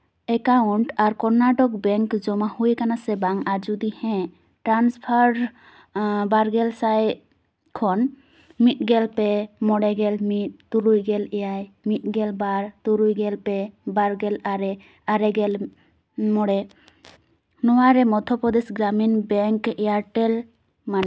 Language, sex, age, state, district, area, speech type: Santali, female, 18-30, West Bengal, Purulia, rural, read